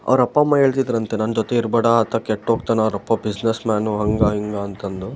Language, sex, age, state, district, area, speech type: Kannada, male, 18-30, Karnataka, Koppal, rural, spontaneous